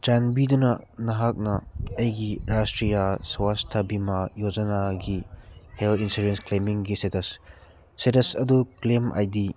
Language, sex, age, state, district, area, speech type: Manipuri, male, 30-45, Manipur, Churachandpur, rural, read